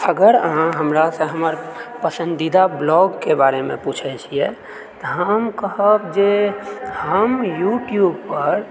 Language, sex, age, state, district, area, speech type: Maithili, male, 30-45, Bihar, Purnia, rural, spontaneous